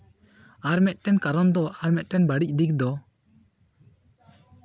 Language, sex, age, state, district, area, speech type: Santali, male, 18-30, West Bengal, Bankura, rural, spontaneous